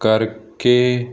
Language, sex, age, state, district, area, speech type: Punjabi, male, 18-30, Punjab, Fazilka, rural, read